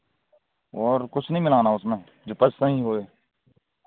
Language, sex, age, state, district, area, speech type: Hindi, male, 45-60, Madhya Pradesh, Seoni, urban, conversation